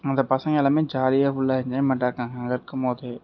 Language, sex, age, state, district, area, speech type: Tamil, male, 45-60, Tamil Nadu, Sivaganga, urban, spontaneous